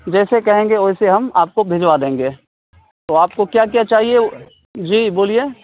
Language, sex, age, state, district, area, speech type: Urdu, male, 30-45, Bihar, Saharsa, urban, conversation